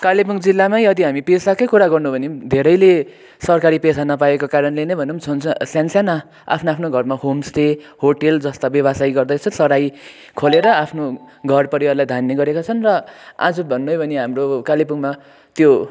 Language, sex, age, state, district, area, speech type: Nepali, male, 18-30, West Bengal, Kalimpong, rural, spontaneous